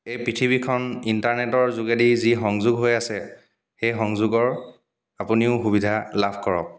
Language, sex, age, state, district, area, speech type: Assamese, male, 30-45, Assam, Dibrugarh, rural, spontaneous